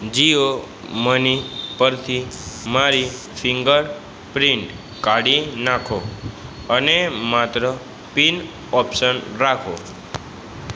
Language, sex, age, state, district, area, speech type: Gujarati, male, 18-30, Gujarat, Aravalli, urban, read